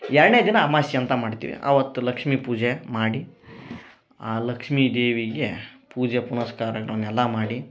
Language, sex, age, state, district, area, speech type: Kannada, male, 18-30, Karnataka, Koppal, rural, spontaneous